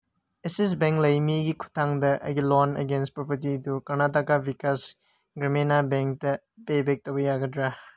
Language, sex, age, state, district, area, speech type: Manipuri, male, 18-30, Manipur, Senapati, urban, read